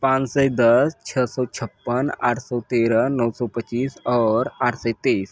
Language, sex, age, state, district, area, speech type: Hindi, male, 30-45, Uttar Pradesh, Mirzapur, rural, spontaneous